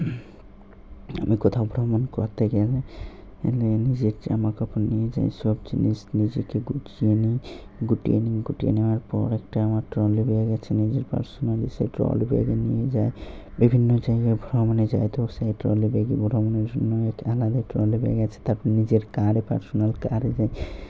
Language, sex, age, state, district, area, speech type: Bengali, male, 18-30, West Bengal, Malda, urban, spontaneous